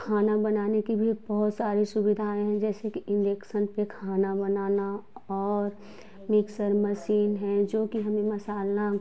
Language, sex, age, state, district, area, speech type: Hindi, female, 30-45, Uttar Pradesh, Prayagraj, rural, spontaneous